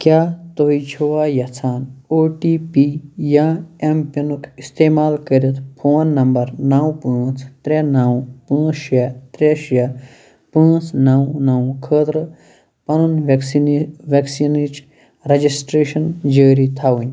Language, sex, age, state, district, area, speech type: Kashmiri, male, 30-45, Jammu and Kashmir, Shopian, rural, read